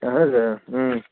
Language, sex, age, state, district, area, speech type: Kashmiri, male, 30-45, Jammu and Kashmir, Kulgam, urban, conversation